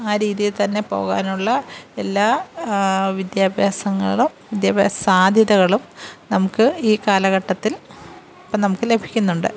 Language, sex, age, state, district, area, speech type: Malayalam, female, 45-60, Kerala, Kollam, rural, spontaneous